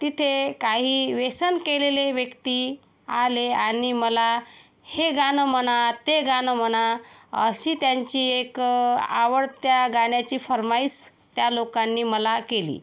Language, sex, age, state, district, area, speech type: Marathi, female, 45-60, Maharashtra, Yavatmal, rural, spontaneous